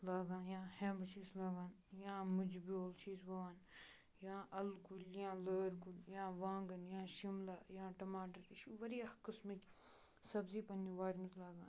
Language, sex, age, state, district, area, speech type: Kashmiri, male, 18-30, Jammu and Kashmir, Kupwara, rural, spontaneous